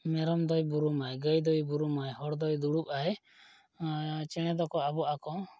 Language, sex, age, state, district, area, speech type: Santali, male, 30-45, Jharkhand, East Singhbhum, rural, spontaneous